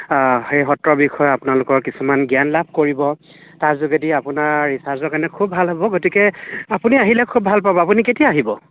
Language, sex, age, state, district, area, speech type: Assamese, male, 45-60, Assam, Dhemaji, rural, conversation